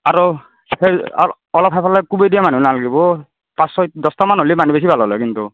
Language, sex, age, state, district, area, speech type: Assamese, male, 45-60, Assam, Darrang, rural, conversation